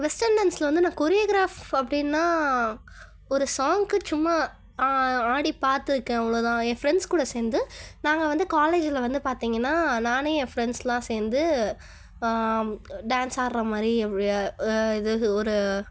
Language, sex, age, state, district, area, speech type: Tamil, female, 45-60, Tamil Nadu, Cuddalore, urban, spontaneous